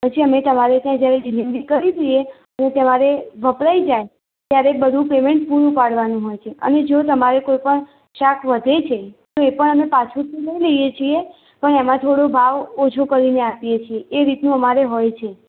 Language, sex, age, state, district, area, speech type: Gujarati, female, 18-30, Gujarat, Mehsana, rural, conversation